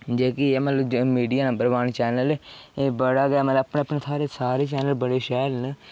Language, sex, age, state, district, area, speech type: Dogri, male, 18-30, Jammu and Kashmir, Udhampur, rural, spontaneous